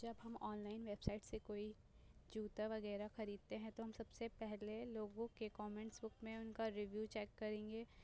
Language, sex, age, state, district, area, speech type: Urdu, female, 18-30, Delhi, North East Delhi, urban, spontaneous